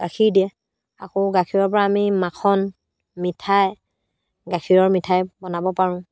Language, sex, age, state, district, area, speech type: Assamese, female, 45-60, Assam, Dhemaji, rural, spontaneous